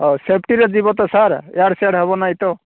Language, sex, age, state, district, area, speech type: Odia, male, 45-60, Odisha, Rayagada, rural, conversation